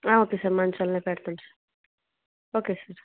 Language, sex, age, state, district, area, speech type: Telugu, female, 18-30, Andhra Pradesh, Kakinada, urban, conversation